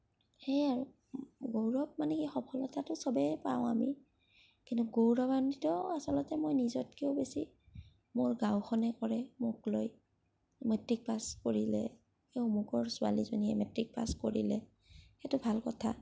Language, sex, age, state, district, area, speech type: Assamese, female, 30-45, Assam, Kamrup Metropolitan, rural, spontaneous